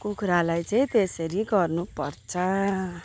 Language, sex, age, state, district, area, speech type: Nepali, female, 45-60, West Bengal, Alipurduar, urban, spontaneous